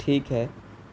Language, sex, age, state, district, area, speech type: Urdu, male, 18-30, Bihar, Gaya, urban, spontaneous